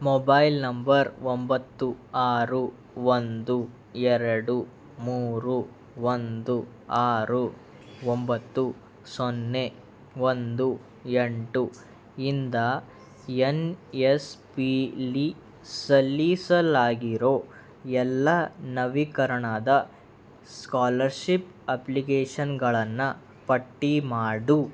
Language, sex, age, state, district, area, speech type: Kannada, male, 18-30, Karnataka, Bidar, urban, read